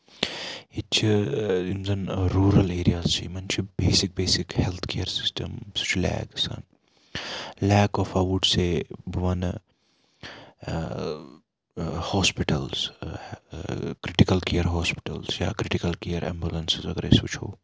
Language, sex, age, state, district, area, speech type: Kashmiri, male, 30-45, Jammu and Kashmir, Srinagar, urban, spontaneous